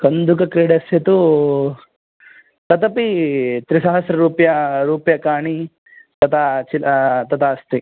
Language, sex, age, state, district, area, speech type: Sanskrit, male, 18-30, Andhra Pradesh, Kadapa, urban, conversation